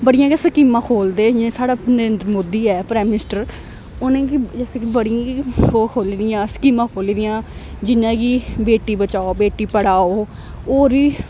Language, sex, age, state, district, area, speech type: Dogri, female, 18-30, Jammu and Kashmir, Samba, rural, spontaneous